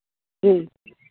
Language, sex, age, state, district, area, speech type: Hindi, male, 30-45, Bihar, Madhepura, rural, conversation